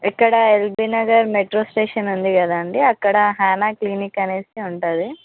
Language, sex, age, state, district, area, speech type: Telugu, female, 18-30, Telangana, Ranga Reddy, urban, conversation